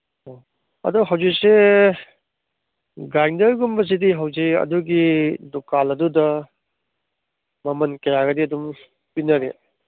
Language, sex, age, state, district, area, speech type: Manipuri, male, 30-45, Manipur, Kangpokpi, urban, conversation